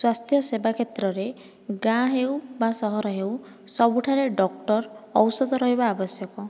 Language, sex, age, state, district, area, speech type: Odia, female, 18-30, Odisha, Nayagarh, rural, spontaneous